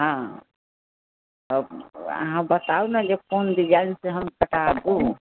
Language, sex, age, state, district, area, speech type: Maithili, female, 60+, Bihar, Sitamarhi, rural, conversation